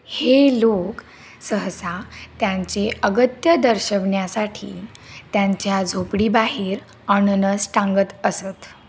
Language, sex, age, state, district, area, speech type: Marathi, female, 18-30, Maharashtra, Nashik, urban, read